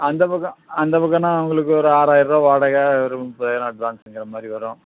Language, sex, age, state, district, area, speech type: Tamil, male, 45-60, Tamil Nadu, Perambalur, rural, conversation